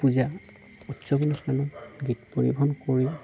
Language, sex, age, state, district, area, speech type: Assamese, male, 30-45, Assam, Darrang, rural, spontaneous